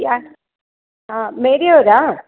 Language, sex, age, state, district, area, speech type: Kannada, female, 30-45, Karnataka, Chamarajanagar, rural, conversation